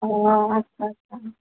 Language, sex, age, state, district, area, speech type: Assamese, female, 18-30, Assam, Sonitpur, rural, conversation